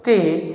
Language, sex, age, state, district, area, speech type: Sanskrit, male, 30-45, Telangana, Ranga Reddy, urban, spontaneous